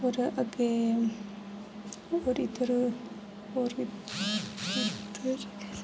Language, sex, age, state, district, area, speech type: Dogri, female, 18-30, Jammu and Kashmir, Jammu, rural, spontaneous